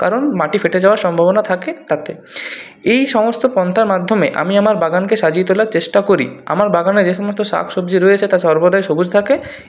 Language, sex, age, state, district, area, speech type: Bengali, male, 30-45, West Bengal, Purulia, urban, spontaneous